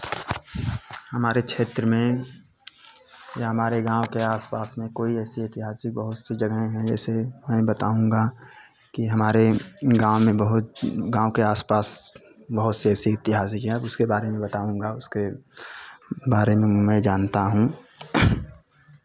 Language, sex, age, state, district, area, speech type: Hindi, male, 30-45, Uttar Pradesh, Chandauli, rural, spontaneous